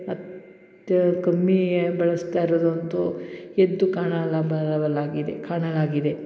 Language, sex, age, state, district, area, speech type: Kannada, female, 30-45, Karnataka, Hassan, urban, spontaneous